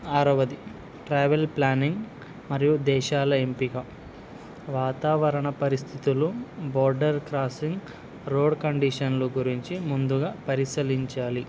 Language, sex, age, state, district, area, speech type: Telugu, male, 18-30, Andhra Pradesh, Nandyal, urban, spontaneous